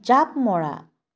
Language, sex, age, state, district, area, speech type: Assamese, female, 30-45, Assam, Charaideo, urban, read